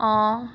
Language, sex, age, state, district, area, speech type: Assamese, female, 30-45, Assam, Nagaon, rural, spontaneous